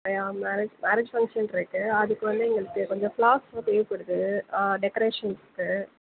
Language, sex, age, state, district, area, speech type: Tamil, female, 30-45, Tamil Nadu, Sivaganga, rural, conversation